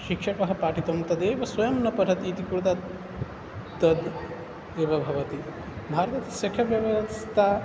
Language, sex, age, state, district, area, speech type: Sanskrit, male, 18-30, Odisha, Balangir, rural, spontaneous